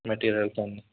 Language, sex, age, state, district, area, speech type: Kannada, male, 18-30, Karnataka, Shimoga, rural, conversation